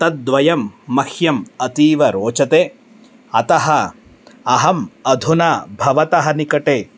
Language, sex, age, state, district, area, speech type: Sanskrit, male, 18-30, Karnataka, Bangalore Rural, urban, spontaneous